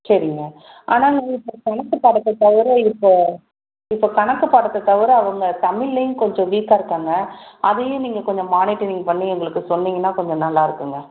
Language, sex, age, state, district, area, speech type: Tamil, female, 30-45, Tamil Nadu, Salem, urban, conversation